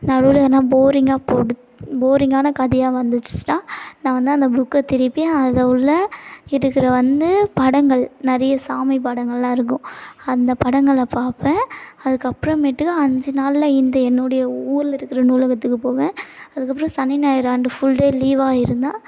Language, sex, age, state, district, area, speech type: Tamil, female, 18-30, Tamil Nadu, Tiruvannamalai, urban, spontaneous